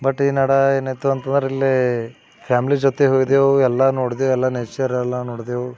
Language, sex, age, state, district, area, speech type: Kannada, male, 30-45, Karnataka, Bidar, urban, spontaneous